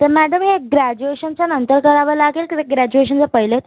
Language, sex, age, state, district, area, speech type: Marathi, female, 30-45, Maharashtra, Nagpur, urban, conversation